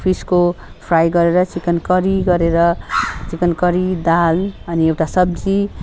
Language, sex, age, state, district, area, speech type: Nepali, female, 45-60, West Bengal, Darjeeling, rural, spontaneous